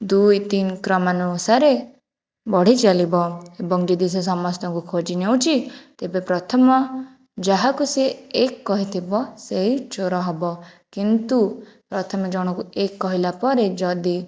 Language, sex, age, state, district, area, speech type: Odia, female, 30-45, Odisha, Jajpur, rural, spontaneous